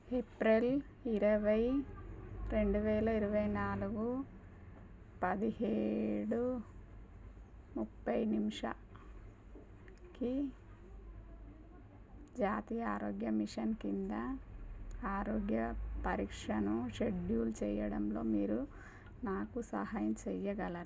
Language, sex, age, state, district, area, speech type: Telugu, female, 30-45, Telangana, Warangal, rural, read